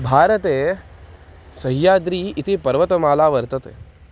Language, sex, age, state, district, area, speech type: Sanskrit, male, 18-30, Maharashtra, Nagpur, urban, spontaneous